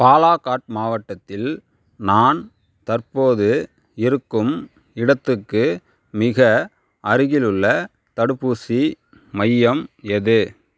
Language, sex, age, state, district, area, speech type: Tamil, female, 30-45, Tamil Nadu, Tiruvarur, urban, read